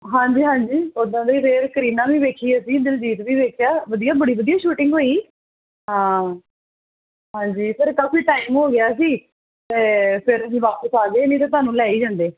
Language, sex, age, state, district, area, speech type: Punjabi, female, 30-45, Punjab, Tarn Taran, urban, conversation